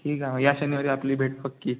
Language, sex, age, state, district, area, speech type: Marathi, male, 18-30, Maharashtra, Amravati, rural, conversation